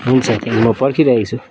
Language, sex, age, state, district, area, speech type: Nepali, male, 30-45, West Bengal, Darjeeling, rural, spontaneous